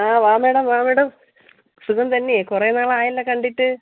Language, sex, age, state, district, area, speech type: Malayalam, female, 30-45, Kerala, Thiruvananthapuram, rural, conversation